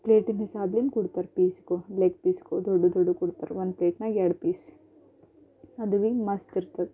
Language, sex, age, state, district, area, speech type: Kannada, female, 18-30, Karnataka, Bidar, urban, spontaneous